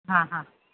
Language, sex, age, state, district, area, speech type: Gujarati, female, 30-45, Gujarat, Aravalli, urban, conversation